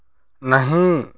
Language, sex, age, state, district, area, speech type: Hindi, male, 30-45, Rajasthan, Bharatpur, rural, read